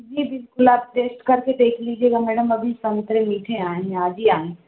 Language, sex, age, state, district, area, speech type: Hindi, female, 30-45, Madhya Pradesh, Bhopal, urban, conversation